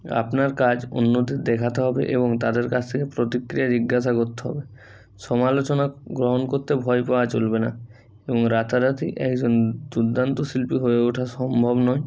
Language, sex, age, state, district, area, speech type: Bengali, male, 30-45, West Bengal, Bankura, urban, spontaneous